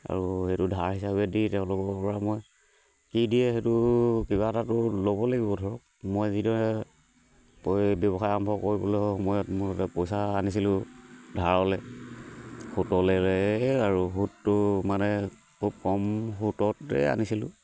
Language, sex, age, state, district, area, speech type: Assamese, male, 45-60, Assam, Charaideo, rural, spontaneous